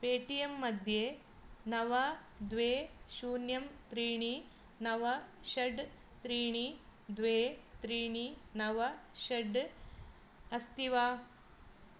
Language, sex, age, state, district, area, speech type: Sanskrit, female, 45-60, Karnataka, Dakshina Kannada, rural, read